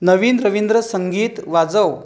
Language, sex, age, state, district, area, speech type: Marathi, male, 30-45, Maharashtra, Akola, rural, read